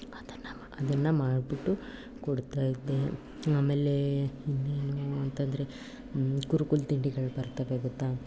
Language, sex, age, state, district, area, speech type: Kannada, female, 18-30, Karnataka, Chamarajanagar, rural, spontaneous